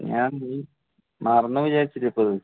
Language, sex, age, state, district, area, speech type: Malayalam, male, 30-45, Kerala, Palakkad, urban, conversation